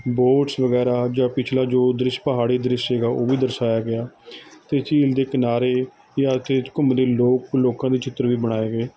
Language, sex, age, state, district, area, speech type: Punjabi, male, 30-45, Punjab, Mohali, rural, spontaneous